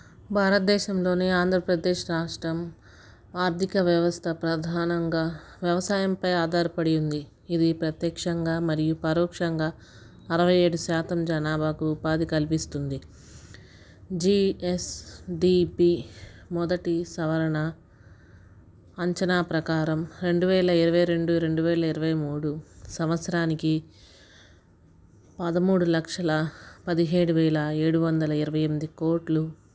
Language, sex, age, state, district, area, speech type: Telugu, female, 45-60, Andhra Pradesh, Guntur, urban, spontaneous